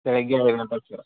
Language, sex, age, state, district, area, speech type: Kannada, male, 30-45, Karnataka, Belgaum, rural, conversation